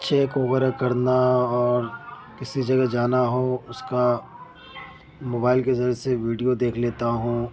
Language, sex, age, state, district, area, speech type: Urdu, male, 30-45, Uttar Pradesh, Ghaziabad, urban, spontaneous